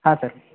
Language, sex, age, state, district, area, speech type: Kannada, male, 45-60, Karnataka, Belgaum, rural, conversation